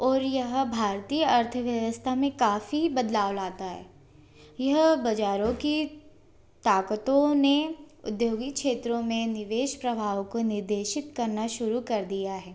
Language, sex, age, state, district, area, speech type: Hindi, female, 18-30, Madhya Pradesh, Bhopal, urban, spontaneous